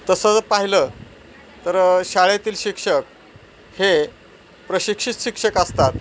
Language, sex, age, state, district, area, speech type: Marathi, male, 60+, Maharashtra, Osmanabad, rural, spontaneous